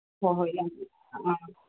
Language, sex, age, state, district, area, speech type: Manipuri, female, 60+, Manipur, Imphal East, rural, conversation